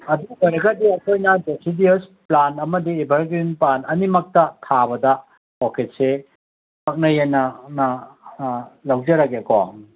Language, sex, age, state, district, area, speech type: Manipuri, male, 45-60, Manipur, Kangpokpi, urban, conversation